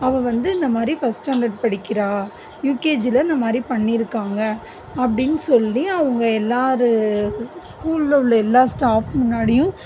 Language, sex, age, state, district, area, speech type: Tamil, female, 45-60, Tamil Nadu, Mayiladuthurai, rural, spontaneous